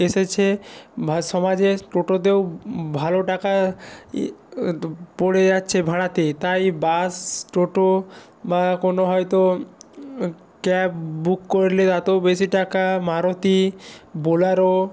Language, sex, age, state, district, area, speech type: Bengali, male, 45-60, West Bengal, Nadia, rural, spontaneous